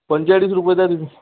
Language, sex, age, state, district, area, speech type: Marathi, female, 18-30, Maharashtra, Amravati, rural, conversation